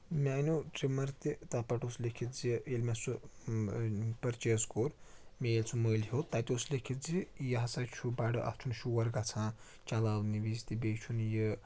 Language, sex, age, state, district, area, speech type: Kashmiri, male, 18-30, Jammu and Kashmir, Srinagar, urban, spontaneous